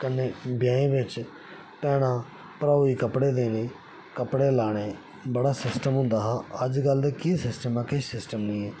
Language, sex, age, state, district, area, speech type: Dogri, male, 30-45, Jammu and Kashmir, Reasi, rural, spontaneous